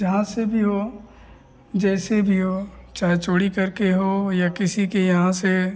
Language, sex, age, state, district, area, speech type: Hindi, male, 18-30, Bihar, Madhepura, rural, spontaneous